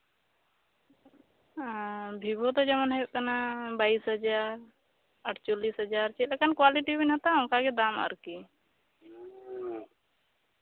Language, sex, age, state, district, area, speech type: Santali, female, 18-30, West Bengal, Bankura, rural, conversation